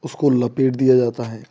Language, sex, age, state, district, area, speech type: Hindi, male, 30-45, Rajasthan, Bharatpur, rural, spontaneous